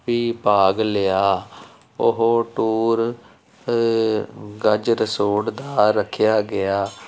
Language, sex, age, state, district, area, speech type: Punjabi, male, 45-60, Punjab, Jalandhar, urban, spontaneous